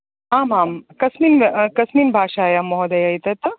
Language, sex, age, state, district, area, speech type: Sanskrit, female, 30-45, Karnataka, Dakshina Kannada, urban, conversation